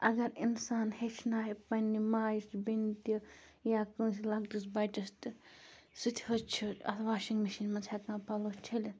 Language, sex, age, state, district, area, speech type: Kashmiri, female, 30-45, Jammu and Kashmir, Bandipora, rural, spontaneous